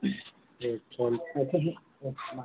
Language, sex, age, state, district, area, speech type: Manipuri, female, 30-45, Manipur, Kangpokpi, urban, conversation